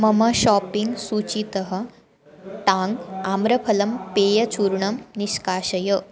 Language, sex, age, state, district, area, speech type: Sanskrit, female, 18-30, Maharashtra, Nagpur, urban, read